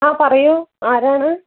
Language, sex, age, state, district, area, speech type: Malayalam, female, 30-45, Kerala, Kannur, rural, conversation